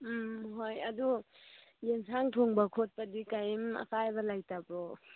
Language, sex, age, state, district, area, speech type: Manipuri, female, 30-45, Manipur, Churachandpur, rural, conversation